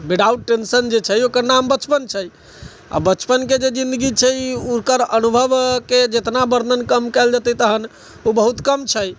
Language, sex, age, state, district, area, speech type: Maithili, male, 60+, Bihar, Sitamarhi, rural, spontaneous